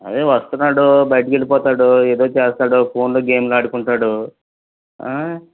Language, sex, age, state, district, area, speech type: Telugu, male, 45-60, Andhra Pradesh, Eluru, urban, conversation